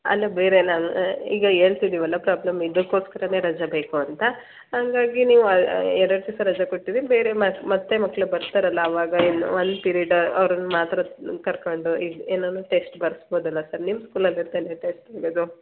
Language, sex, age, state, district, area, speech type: Kannada, female, 30-45, Karnataka, Hassan, urban, conversation